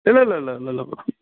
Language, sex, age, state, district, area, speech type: Tamil, male, 18-30, Tamil Nadu, Ranipet, urban, conversation